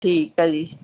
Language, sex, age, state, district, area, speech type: Punjabi, female, 45-60, Punjab, Bathinda, rural, conversation